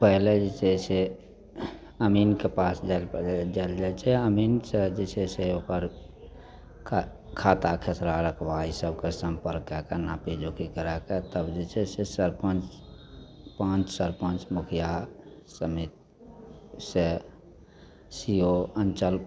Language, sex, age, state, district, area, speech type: Maithili, male, 45-60, Bihar, Madhepura, rural, spontaneous